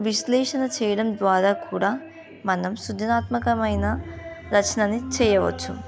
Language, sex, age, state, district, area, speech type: Telugu, female, 18-30, Telangana, Nizamabad, urban, spontaneous